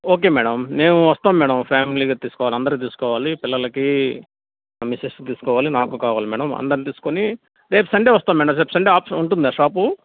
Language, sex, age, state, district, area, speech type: Telugu, male, 30-45, Andhra Pradesh, Nellore, rural, conversation